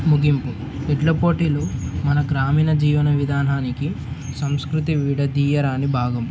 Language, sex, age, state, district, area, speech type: Telugu, male, 18-30, Telangana, Mulugu, urban, spontaneous